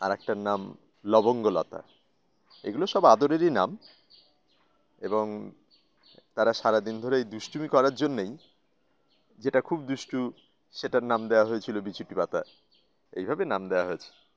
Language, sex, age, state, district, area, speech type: Bengali, male, 30-45, West Bengal, Howrah, urban, spontaneous